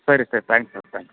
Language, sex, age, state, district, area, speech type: Kannada, male, 30-45, Karnataka, Belgaum, rural, conversation